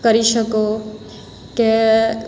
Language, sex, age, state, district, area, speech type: Gujarati, female, 18-30, Gujarat, Surat, rural, spontaneous